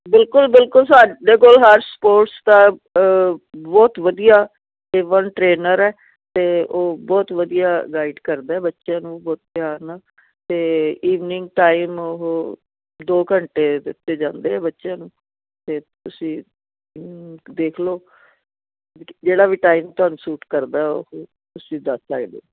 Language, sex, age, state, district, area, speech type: Punjabi, female, 60+, Punjab, Firozpur, urban, conversation